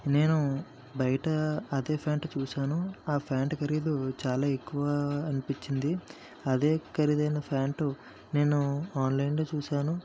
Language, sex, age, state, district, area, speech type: Telugu, male, 45-60, Andhra Pradesh, Kakinada, urban, spontaneous